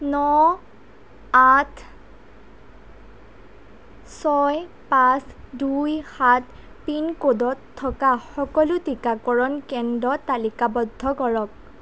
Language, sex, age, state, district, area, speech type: Assamese, female, 18-30, Assam, Darrang, rural, read